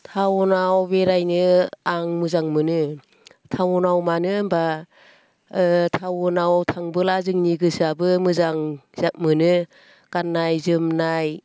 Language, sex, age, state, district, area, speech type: Bodo, female, 45-60, Assam, Baksa, rural, spontaneous